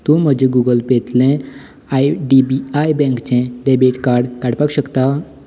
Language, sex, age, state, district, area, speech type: Goan Konkani, male, 18-30, Goa, Canacona, rural, read